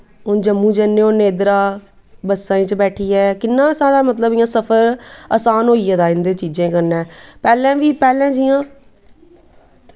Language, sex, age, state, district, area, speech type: Dogri, female, 18-30, Jammu and Kashmir, Samba, rural, spontaneous